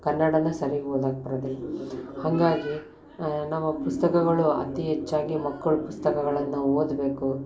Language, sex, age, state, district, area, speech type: Kannada, female, 30-45, Karnataka, Koppal, rural, spontaneous